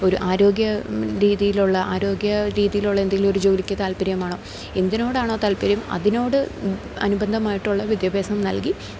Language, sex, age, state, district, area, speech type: Malayalam, female, 30-45, Kerala, Idukki, rural, spontaneous